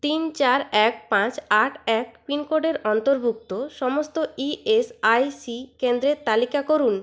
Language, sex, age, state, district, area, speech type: Bengali, female, 18-30, West Bengal, Purulia, rural, read